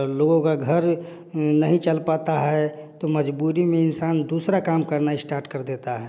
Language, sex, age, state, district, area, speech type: Hindi, male, 30-45, Bihar, Samastipur, urban, spontaneous